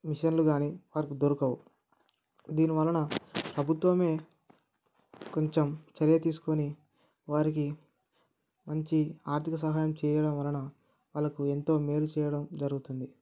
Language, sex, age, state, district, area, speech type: Telugu, male, 18-30, Telangana, Mancherial, rural, spontaneous